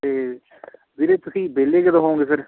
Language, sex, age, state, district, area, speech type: Punjabi, male, 18-30, Punjab, Patiala, urban, conversation